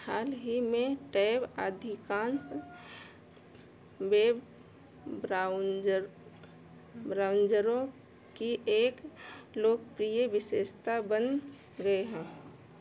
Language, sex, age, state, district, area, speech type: Hindi, female, 60+, Uttar Pradesh, Ayodhya, urban, read